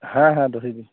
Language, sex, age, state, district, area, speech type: Santali, male, 45-60, West Bengal, Purulia, rural, conversation